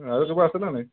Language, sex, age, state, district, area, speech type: Assamese, male, 18-30, Assam, Dhemaji, rural, conversation